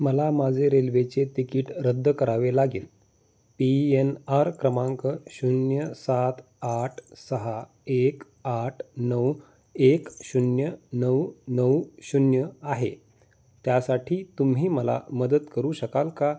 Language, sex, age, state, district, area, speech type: Marathi, male, 30-45, Maharashtra, Osmanabad, rural, read